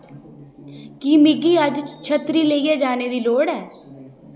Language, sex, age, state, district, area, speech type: Dogri, female, 30-45, Jammu and Kashmir, Udhampur, rural, read